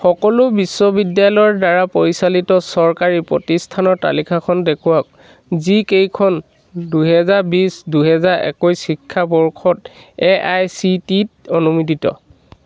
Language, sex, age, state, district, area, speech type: Assamese, male, 60+, Assam, Dhemaji, rural, read